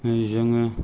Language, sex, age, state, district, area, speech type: Bodo, male, 30-45, Assam, Kokrajhar, rural, spontaneous